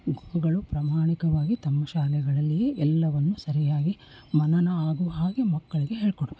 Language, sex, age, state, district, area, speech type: Kannada, female, 60+, Karnataka, Koppal, urban, spontaneous